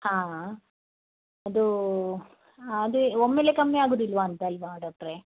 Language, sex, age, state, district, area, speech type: Kannada, female, 30-45, Karnataka, Dakshina Kannada, rural, conversation